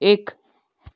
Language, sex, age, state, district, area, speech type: Nepali, male, 18-30, West Bengal, Darjeeling, rural, read